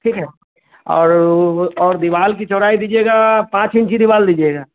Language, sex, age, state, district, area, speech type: Hindi, male, 18-30, Bihar, Vaishali, rural, conversation